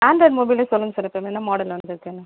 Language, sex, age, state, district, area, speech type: Tamil, female, 30-45, Tamil Nadu, Viluppuram, rural, conversation